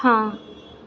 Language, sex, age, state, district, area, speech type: Dogri, female, 18-30, Jammu and Kashmir, Reasi, urban, read